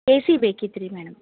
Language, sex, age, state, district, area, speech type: Kannada, female, 18-30, Karnataka, Dharwad, rural, conversation